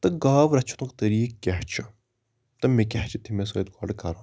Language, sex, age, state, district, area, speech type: Kashmiri, male, 18-30, Jammu and Kashmir, Kupwara, rural, spontaneous